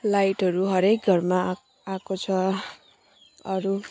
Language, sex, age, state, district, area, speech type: Nepali, female, 30-45, West Bengal, Jalpaiguri, urban, spontaneous